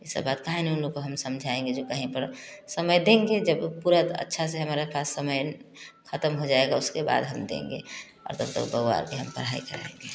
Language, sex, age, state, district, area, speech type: Hindi, female, 45-60, Bihar, Samastipur, rural, spontaneous